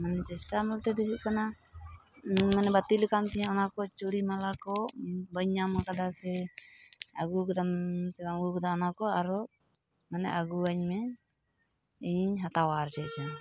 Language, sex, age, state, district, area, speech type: Santali, female, 18-30, West Bengal, Purulia, rural, spontaneous